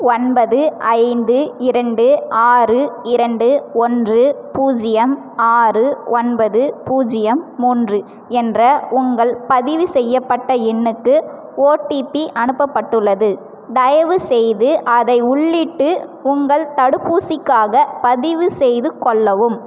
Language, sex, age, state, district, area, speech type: Tamil, female, 18-30, Tamil Nadu, Cuddalore, rural, read